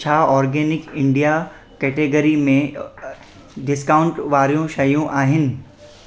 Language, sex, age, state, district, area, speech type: Sindhi, male, 18-30, Gujarat, Surat, urban, read